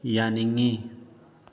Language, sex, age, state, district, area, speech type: Manipuri, male, 18-30, Manipur, Kakching, rural, read